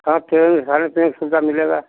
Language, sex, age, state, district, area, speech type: Hindi, male, 60+, Uttar Pradesh, Ghazipur, rural, conversation